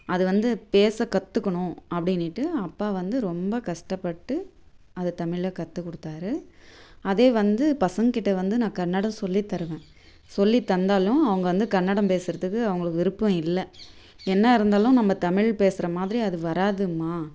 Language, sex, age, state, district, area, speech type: Tamil, female, 30-45, Tamil Nadu, Tirupattur, rural, spontaneous